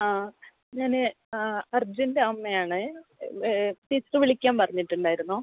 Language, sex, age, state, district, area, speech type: Malayalam, female, 30-45, Kerala, Kasaragod, rural, conversation